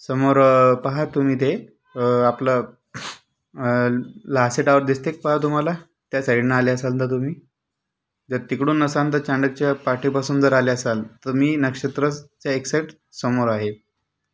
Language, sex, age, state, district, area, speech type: Marathi, male, 30-45, Maharashtra, Buldhana, urban, spontaneous